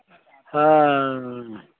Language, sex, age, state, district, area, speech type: Maithili, male, 60+, Bihar, Muzaffarpur, urban, conversation